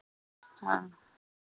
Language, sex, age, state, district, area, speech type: Punjabi, female, 45-60, Punjab, Faridkot, urban, conversation